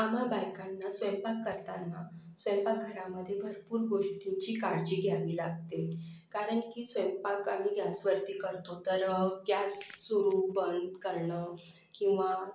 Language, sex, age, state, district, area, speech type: Marathi, other, 30-45, Maharashtra, Akola, urban, spontaneous